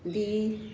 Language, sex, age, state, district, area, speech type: Punjabi, female, 60+, Punjab, Fazilka, rural, read